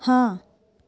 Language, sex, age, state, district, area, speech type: Punjabi, female, 30-45, Punjab, Shaheed Bhagat Singh Nagar, rural, read